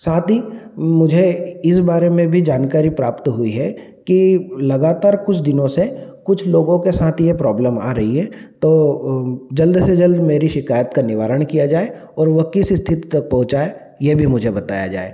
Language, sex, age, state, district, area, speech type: Hindi, male, 30-45, Madhya Pradesh, Ujjain, urban, spontaneous